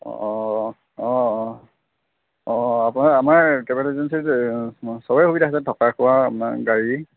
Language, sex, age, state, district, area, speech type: Assamese, male, 18-30, Assam, Golaghat, urban, conversation